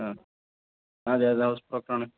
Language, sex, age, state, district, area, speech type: Malayalam, male, 18-30, Kerala, Kozhikode, rural, conversation